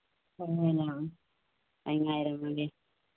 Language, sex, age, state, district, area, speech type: Manipuri, female, 45-60, Manipur, Churachandpur, rural, conversation